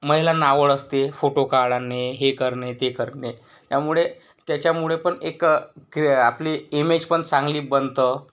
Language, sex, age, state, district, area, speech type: Marathi, male, 18-30, Maharashtra, Yavatmal, rural, spontaneous